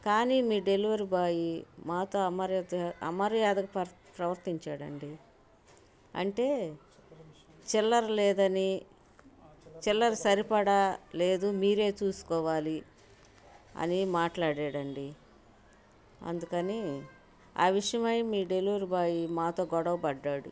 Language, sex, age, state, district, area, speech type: Telugu, female, 45-60, Andhra Pradesh, Bapatla, urban, spontaneous